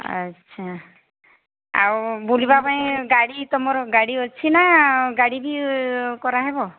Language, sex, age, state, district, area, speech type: Odia, female, 45-60, Odisha, Sambalpur, rural, conversation